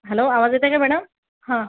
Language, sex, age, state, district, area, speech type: Marathi, female, 18-30, Maharashtra, Yavatmal, rural, conversation